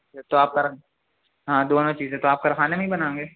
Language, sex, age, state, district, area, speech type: Urdu, male, 18-30, Uttar Pradesh, Rampur, urban, conversation